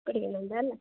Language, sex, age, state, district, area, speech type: Malayalam, female, 18-30, Kerala, Wayanad, rural, conversation